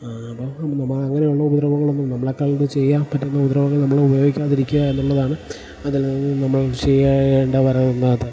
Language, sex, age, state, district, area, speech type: Malayalam, male, 30-45, Kerala, Idukki, rural, spontaneous